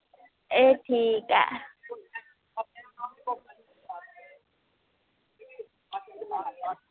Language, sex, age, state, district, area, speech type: Dogri, female, 30-45, Jammu and Kashmir, Udhampur, rural, conversation